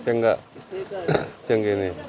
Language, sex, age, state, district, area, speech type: Punjabi, male, 60+, Punjab, Pathankot, urban, spontaneous